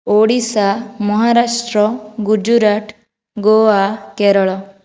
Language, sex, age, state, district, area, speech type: Odia, female, 30-45, Odisha, Jajpur, rural, spontaneous